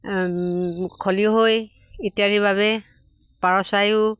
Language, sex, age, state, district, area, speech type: Assamese, female, 45-60, Assam, Dibrugarh, rural, spontaneous